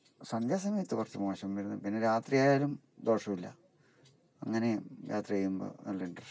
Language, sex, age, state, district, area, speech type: Malayalam, male, 60+, Kerala, Kasaragod, rural, spontaneous